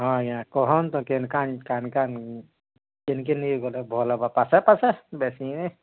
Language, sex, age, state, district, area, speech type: Odia, female, 30-45, Odisha, Bargarh, urban, conversation